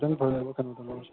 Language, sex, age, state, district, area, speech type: Manipuri, male, 45-60, Manipur, Bishnupur, rural, conversation